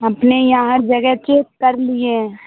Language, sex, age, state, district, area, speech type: Urdu, female, 45-60, Bihar, Supaul, rural, conversation